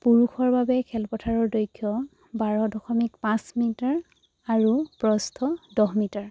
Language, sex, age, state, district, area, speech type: Assamese, female, 18-30, Assam, Charaideo, rural, spontaneous